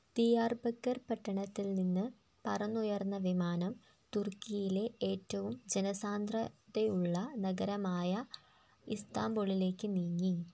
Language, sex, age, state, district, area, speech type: Malayalam, female, 18-30, Kerala, Wayanad, rural, read